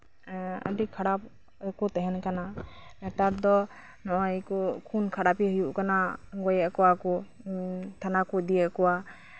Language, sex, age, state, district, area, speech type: Santali, female, 18-30, West Bengal, Birbhum, rural, spontaneous